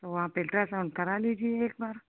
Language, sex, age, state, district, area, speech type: Hindi, female, 45-60, Uttar Pradesh, Sitapur, rural, conversation